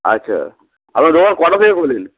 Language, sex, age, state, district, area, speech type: Bengali, male, 45-60, West Bengal, Hooghly, rural, conversation